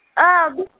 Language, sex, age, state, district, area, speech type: Bodo, other, 30-45, Assam, Kokrajhar, rural, conversation